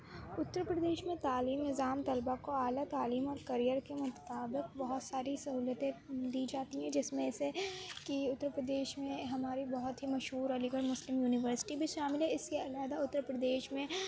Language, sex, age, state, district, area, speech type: Urdu, female, 18-30, Uttar Pradesh, Aligarh, urban, spontaneous